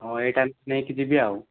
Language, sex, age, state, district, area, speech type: Odia, male, 18-30, Odisha, Kandhamal, rural, conversation